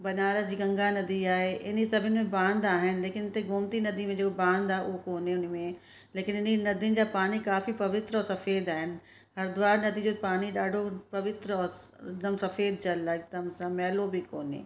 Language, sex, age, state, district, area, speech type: Sindhi, female, 45-60, Uttar Pradesh, Lucknow, urban, spontaneous